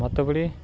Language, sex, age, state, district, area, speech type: Tamil, male, 18-30, Tamil Nadu, Dharmapuri, urban, spontaneous